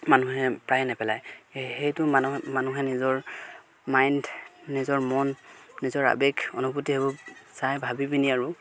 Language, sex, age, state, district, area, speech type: Assamese, male, 30-45, Assam, Golaghat, rural, spontaneous